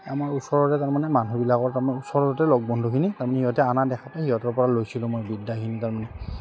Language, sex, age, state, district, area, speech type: Assamese, male, 30-45, Assam, Udalguri, rural, spontaneous